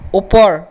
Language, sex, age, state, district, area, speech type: Assamese, female, 60+, Assam, Kamrup Metropolitan, urban, read